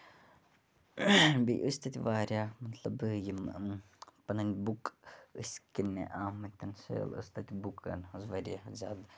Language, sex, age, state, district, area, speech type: Kashmiri, male, 18-30, Jammu and Kashmir, Bandipora, rural, spontaneous